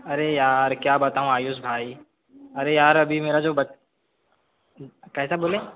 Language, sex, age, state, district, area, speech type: Hindi, male, 18-30, Madhya Pradesh, Balaghat, rural, conversation